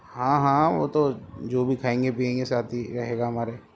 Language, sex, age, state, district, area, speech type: Urdu, male, 30-45, Delhi, East Delhi, urban, spontaneous